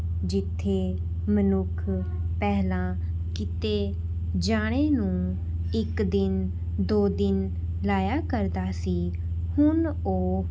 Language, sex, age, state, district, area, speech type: Punjabi, female, 18-30, Punjab, Rupnagar, urban, spontaneous